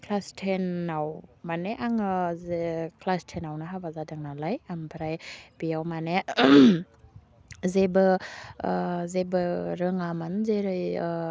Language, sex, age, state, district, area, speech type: Bodo, female, 18-30, Assam, Udalguri, urban, spontaneous